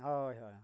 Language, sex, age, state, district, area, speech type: Santali, male, 45-60, Jharkhand, Bokaro, rural, spontaneous